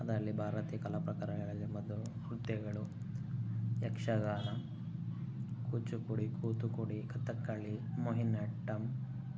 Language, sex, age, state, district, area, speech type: Kannada, male, 30-45, Karnataka, Chikkaballapur, rural, spontaneous